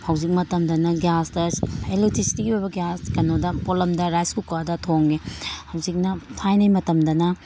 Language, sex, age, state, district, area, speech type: Manipuri, female, 30-45, Manipur, Imphal East, urban, spontaneous